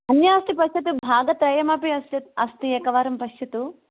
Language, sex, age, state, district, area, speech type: Sanskrit, female, 30-45, Andhra Pradesh, East Godavari, rural, conversation